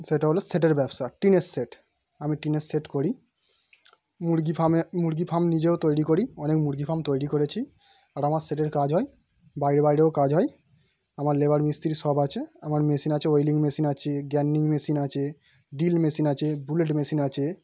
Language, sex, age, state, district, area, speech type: Bengali, male, 18-30, West Bengal, Howrah, urban, spontaneous